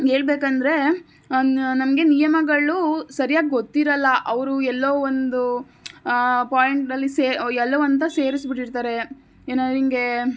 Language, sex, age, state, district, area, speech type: Kannada, female, 18-30, Karnataka, Tumkur, urban, spontaneous